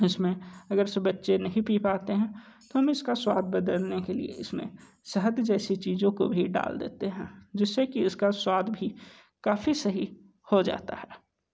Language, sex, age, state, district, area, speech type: Hindi, male, 18-30, Uttar Pradesh, Sonbhadra, rural, spontaneous